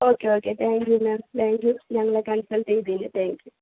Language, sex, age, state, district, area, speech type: Malayalam, female, 18-30, Kerala, Kollam, rural, conversation